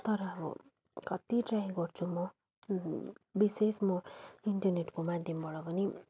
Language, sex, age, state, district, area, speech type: Nepali, female, 30-45, West Bengal, Darjeeling, rural, spontaneous